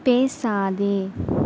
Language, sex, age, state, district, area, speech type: Tamil, female, 18-30, Tamil Nadu, Mayiladuthurai, urban, read